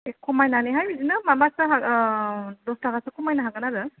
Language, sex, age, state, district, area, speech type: Bodo, female, 30-45, Assam, Kokrajhar, rural, conversation